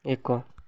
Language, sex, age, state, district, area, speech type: Odia, male, 18-30, Odisha, Malkangiri, urban, read